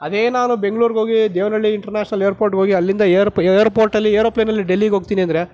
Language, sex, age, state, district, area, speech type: Kannada, male, 30-45, Karnataka, Chikkaballapur, rural, spontaneous